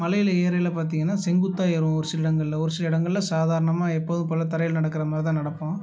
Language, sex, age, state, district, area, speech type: Tamil, male, 30-45, Tamil Nadu, Tiruchirappalli, rural, spontaneous